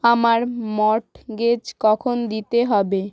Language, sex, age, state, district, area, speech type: Bengali, female, 30-45, West Bengal, Hooghly, urban, read